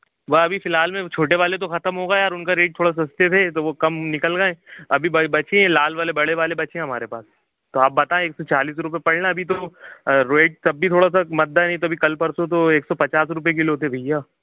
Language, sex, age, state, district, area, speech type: Hindi, male, 18-30, Madhya Pradesh, Jabalpur, urban, conversation